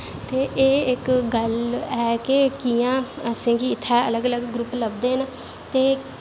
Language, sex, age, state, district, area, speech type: Dogri, female, 18-30, Jammu and Kashmir, Jammu, urban, spontaneous